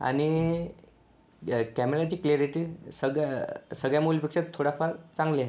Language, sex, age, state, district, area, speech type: Marathi, male, 18-30, Maharashtra, Yavatmal, urban, spontaneous